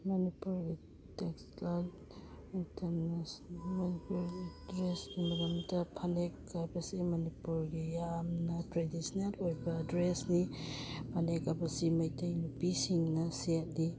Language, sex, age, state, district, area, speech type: Manipuri, female, 45-60, Manipur, Imphal East, rural, spontaneous